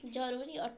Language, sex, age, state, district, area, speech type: Odia, female, 18-30, Odisha, Kendrapara, urban, spontaneous